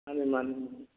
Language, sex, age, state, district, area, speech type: Manipuri, male, 60+, Manipur, Thoubal, rural, conversation